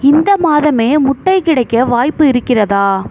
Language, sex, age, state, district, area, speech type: Tamil, female, 18-30, Tamil Nadu, Mayiladuthurai, urban, read